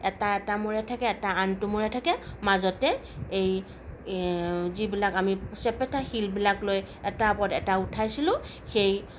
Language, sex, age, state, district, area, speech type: Assamese, female, 45-60, Assam, Sonitpur, urban, spontaneous